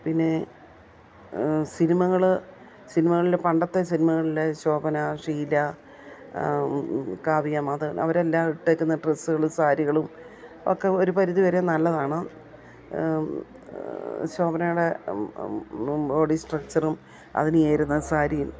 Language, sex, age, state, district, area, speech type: Malayalam, female, 60+, Kerala, Idukki, rural, spontaneous